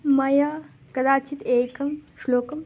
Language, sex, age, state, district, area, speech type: Sanskrit, female, 18-30, Karnataka, Bangalore Rural, rural, spontaneous